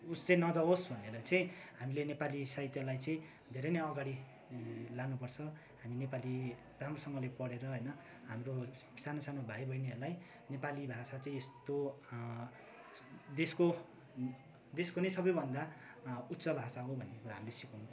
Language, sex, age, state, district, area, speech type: Nepali, male, 30-45, West Bengal, Darjeeling, rural, spontaneous